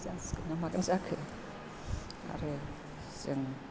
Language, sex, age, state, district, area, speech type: Bodo, female, 60+, Assam, Chirang, rural, spontaneous